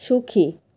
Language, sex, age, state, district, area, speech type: Bengali, female, 30-45, West Bengal, South 24 Parganas, rural, read